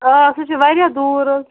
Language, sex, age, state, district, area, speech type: Kashmiri, female, 18-30, Jammu and Kashmir, Bandipora, rural, conversation